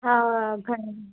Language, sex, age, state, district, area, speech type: Gujarati, female, 18-30, Gujarat, Morbi, urban, conversation